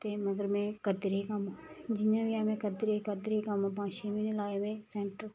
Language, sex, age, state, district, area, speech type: Dogri, female, 30-45, Jammu and Kashmir, Reasi, rural, spontaneous